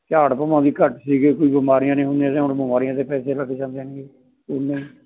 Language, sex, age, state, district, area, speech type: Punjabi, male, 60+, Punjab, Mansa, urban, conversation